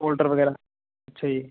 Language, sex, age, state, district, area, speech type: Punjabi, male, 30-45, Punjab, Fazilka, rural, conversation